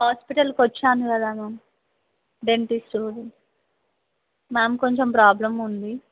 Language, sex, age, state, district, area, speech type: Telugu, female, 18-30, Telangana, Medchal, urban, conversation